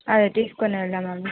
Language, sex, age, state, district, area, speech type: Telugu, female, 45-60, Andhra Pradesh, Visakhapatnam, urban, conversation